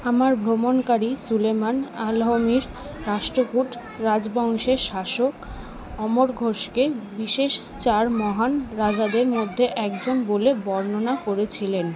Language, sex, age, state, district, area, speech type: Bengali, female, 30-45, West Bengal, Kolkata, urban, read